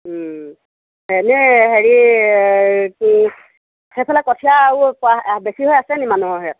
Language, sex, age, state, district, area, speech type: Assamese, female, 45-60, Assam, Sivasagar, rural, conversation